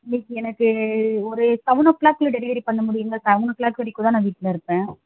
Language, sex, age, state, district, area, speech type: Tamil, female, 18-30, Tamil Nadu, Chennai, urban, conversation